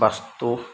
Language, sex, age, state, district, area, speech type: Odia, male, 45-60, Odisha, Kendrapara, urban, spontaneous